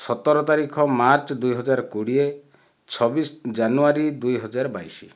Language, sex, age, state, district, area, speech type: Odia, male, 60+, Odisha, Kandhamal, rural, spontaneous